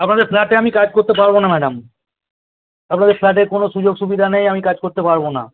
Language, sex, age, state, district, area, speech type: Bengali, male, 45-60, West Bengal, Birbhum, urban, conversation